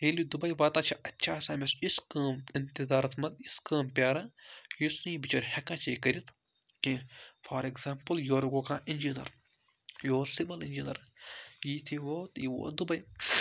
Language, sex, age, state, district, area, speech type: Kashmiri, male, 30-45, Jammu and Kashmir, Baramulla, rural, spontaneous